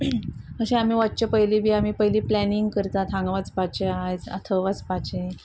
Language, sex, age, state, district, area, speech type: Goan Konkani, female, 30-45, Goa, Quepem, rural, spontaneous